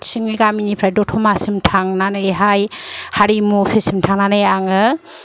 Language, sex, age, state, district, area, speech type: Bodo, female, 45-60, Assam, Kokrajhar, rural, spontaneous